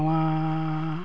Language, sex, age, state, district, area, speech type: Santali, male, 45-60, Odisha, Mayurbhanj, rural, spontaneous